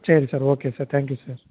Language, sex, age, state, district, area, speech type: Tamil, male, 30-45, Tamil Nadu, Nagapattinam, rural, conversation